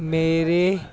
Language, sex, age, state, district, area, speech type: Punjabi, male, 18-30, Punjab, Muktsar, urban, read